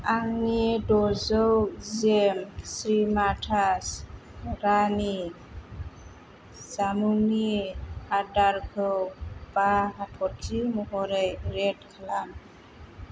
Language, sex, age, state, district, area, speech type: Bodo, female, 30-45, Assam, Chirang, rural, read